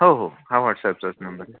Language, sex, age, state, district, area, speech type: Marathi, male, 18-30, Maharashtra, Kolhapur, urban, conversation